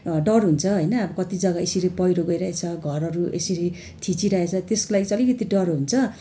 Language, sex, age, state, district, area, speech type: Nepali, female, 45-60, West Bengal, Darjeeling, rural, spontaneous